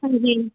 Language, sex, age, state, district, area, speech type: Hindi, female, 18-30, Uttar Pradesh, Bhadohi, rural, conversation